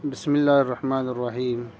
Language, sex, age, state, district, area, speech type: Urdu, male, 30-45, Bihar, Madhubani, rural, spontaneous